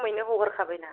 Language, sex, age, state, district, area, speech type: Bodo, female, 30-45, Assam, Kokrajhar, rural, conversation